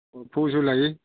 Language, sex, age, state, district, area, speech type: Manipuri, male, 45-60, Manipur, Imphal East, rural, conversation